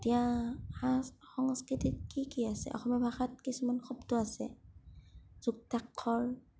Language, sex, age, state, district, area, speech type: Assamese, female, 30-45, Assam, Kamrup Metropolitan, rural, spontaneous